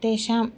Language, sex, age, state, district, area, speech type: Sanskrit, female, 18-30, Kerala, Thiruvananthapuram, urban, spontaneous